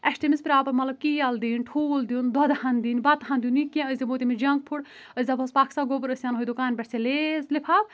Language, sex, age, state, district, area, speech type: Kashmiri, female, 18-30, Jammu and Kashmir, Kulgam, rural, spontaneous